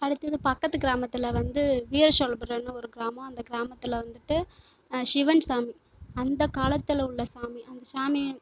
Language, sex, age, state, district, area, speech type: Tamil, female, 18-30, Tamil Nadu, Kallakurichi, rural, spontaneous